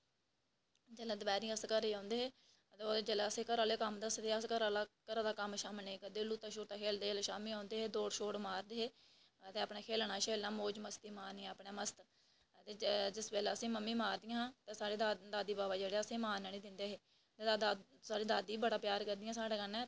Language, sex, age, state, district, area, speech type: Dogri, female, 18-30, Jammu and Kashmir, Reasi, rural, spontaneous